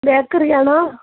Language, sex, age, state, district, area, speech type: Malayalam, female, 30-45, Kerala, Alappuzha, rural, conversation